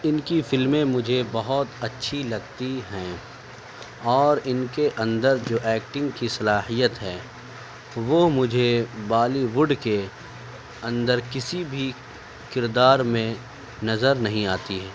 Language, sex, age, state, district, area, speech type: Urdu, male, 18-30, Delhi, Central Delhi, urban, spontaneous